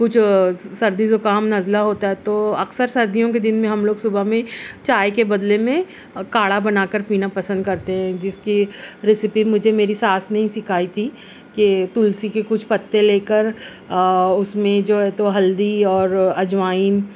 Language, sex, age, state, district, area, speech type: Urdu, female, 30-45, Maharashtra, Nashik, urban, spontaneous